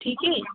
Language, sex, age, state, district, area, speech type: Hindi, female, 30-45, Rajasthan, Jodhpur, rural, conversation